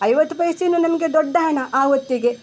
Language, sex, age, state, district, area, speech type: Kannada, female, 60+, Karnataka, Udupi, rural, spontaneous